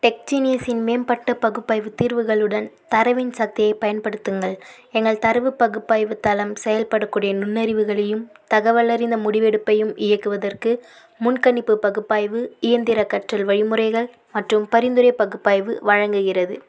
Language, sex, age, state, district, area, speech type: Tamil, female, 18-30, Tamil Nadu, Vellore, urban, read